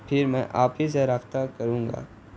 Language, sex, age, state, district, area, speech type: Urdu, male, 18-30, Bihar, Gaya, urban, spontaneous